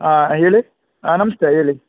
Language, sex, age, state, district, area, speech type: Kannada, male, 45-60, Karnataka, Chamarajanagar, rural, conversation